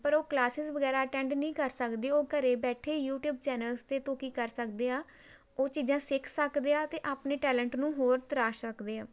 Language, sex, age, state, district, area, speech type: Punjabi, female, 18-30, Punjab, Tarn Taran, rural, spontaneous